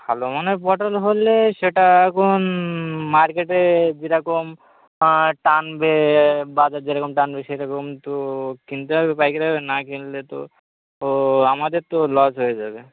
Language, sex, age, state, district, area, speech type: Bengali, male, 18-30, West Bengal, Birbhum, urban, conversation